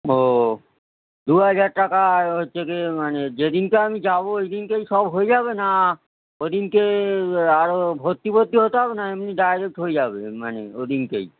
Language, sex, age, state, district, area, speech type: Bengali, male, 30-45, West Bengal, Howrah, urban, conversation